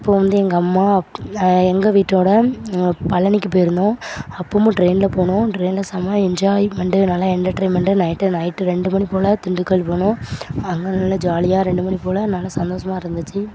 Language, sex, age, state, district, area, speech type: Tamil, female, 18-30, Tamil Nadu, Thoothukudi, rural, spontaneous